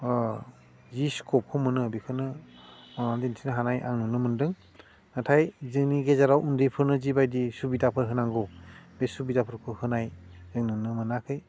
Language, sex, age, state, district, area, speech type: Bodo, male, 45-60, Assam, Udalguri, urban, spontaneous